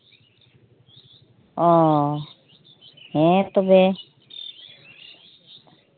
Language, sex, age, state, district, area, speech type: Santali, female, 45-60, West Bengal, Birbhum, rural, conversation